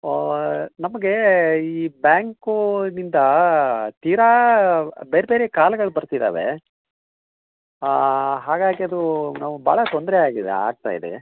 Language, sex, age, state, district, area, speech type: Kannada, male, 60+, Karnataka, Koppal, rural, conversation